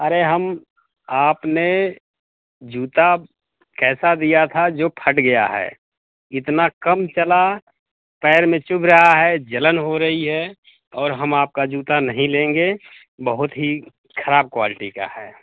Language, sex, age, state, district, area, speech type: Hindi, male, 45-60, Uttar Pradesh, Mau, urban, conversation